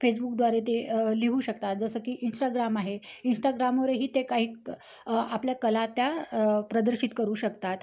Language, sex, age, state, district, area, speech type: Marathi, female, 30-45, Maharashtra, Amravati, rural, spontaneous